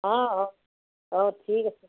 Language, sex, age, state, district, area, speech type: Assamese, female, 60+, Assam, Dibrugarh, rural, conversation